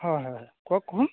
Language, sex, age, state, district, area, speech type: Assamese, male, 30-45, Assam, Jorhat, urban, conversation